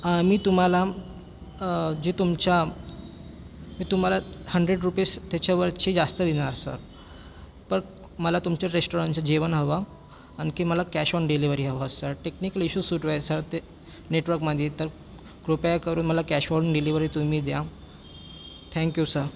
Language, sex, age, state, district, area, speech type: Marathi, female, 18-30, Maharashtra, Nagpur, urban, spontaneous